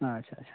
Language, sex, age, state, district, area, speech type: Santali, male, 18-30, West Bengal, Purulia, rural, conversation